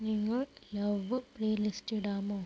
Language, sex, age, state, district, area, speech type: Malayalam, female, 60+, Kerala, Palakkad, rural, read